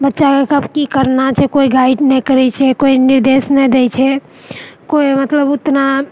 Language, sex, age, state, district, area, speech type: Maithili, female, 30-45, Bihar, Purnia, rural, spontaneous